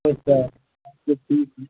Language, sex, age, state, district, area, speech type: Urdu, male, 18-30, Bihar, Saharsa, rural, conversation